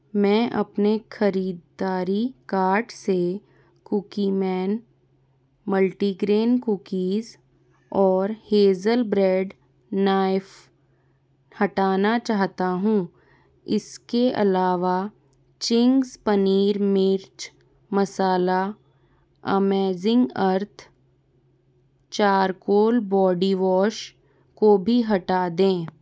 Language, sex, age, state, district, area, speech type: Hindi, female, 45-60, Rajasthan, Jaipur, urban, read